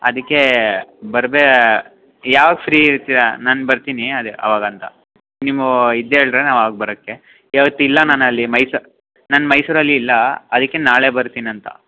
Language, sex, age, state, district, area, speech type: Kannada, male, 18-30, Karnataka, Mysore, urban, conversation